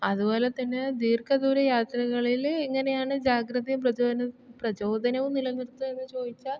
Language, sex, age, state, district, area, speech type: Malayalam, female, 18-30, Kerala, Thiruvananthapuram, urban, spontaneous